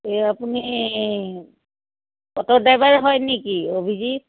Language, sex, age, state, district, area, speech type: Assamese, female, 60+, Assam, Charaideo, urban, conversation